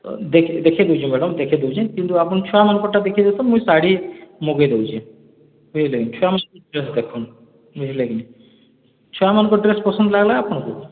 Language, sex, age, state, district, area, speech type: Odia, male, 45-60, Odisha, Boudh, rural, conversation